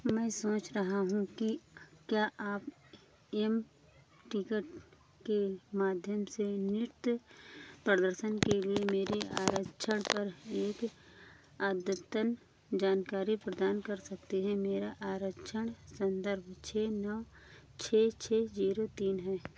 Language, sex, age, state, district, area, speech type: Hindi, female, 45-60, Uttar Pradesh, Ayodhya, rural, read